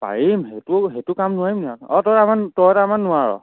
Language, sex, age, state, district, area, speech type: Assamese, male, 18-30, Assam, Charaideo, urban, conversation